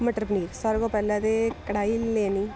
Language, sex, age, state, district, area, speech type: Dogri, female, 18-30, Jammu and Kashmir, Samba, rural, spontaneous